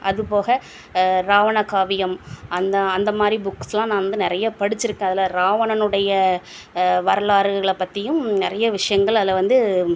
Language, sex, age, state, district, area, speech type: Tamil, female, 30-45, Tamil Nadu, Thoothukudi, rural, spontaneous